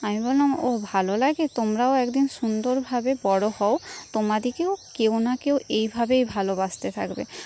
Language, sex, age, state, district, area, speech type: Bengali, female, 30-45, West Bengal, Paschim Medinipur, rural, spontaneous